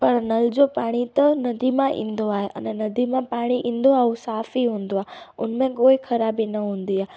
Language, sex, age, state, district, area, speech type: Sindhi, female, 18-30, Gujarat, Junagadh, rural, spontaneous